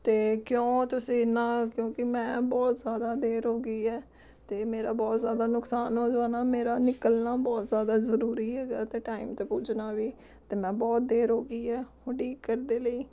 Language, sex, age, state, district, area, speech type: Punjabi, female, 30-45, Punjab, Amritsar, urban, spontaneous